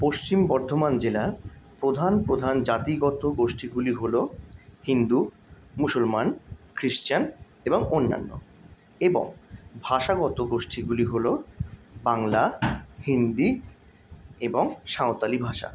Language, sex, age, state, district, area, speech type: Bengali, male, 30-45, West Bengal, Paschim Bardhaman, urban, spontaneous